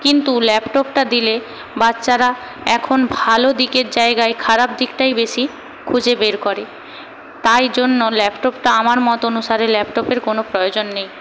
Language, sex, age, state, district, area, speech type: Bengali, female, 18-30, West Bengal, Paschim Medinipur, rural, spontaneous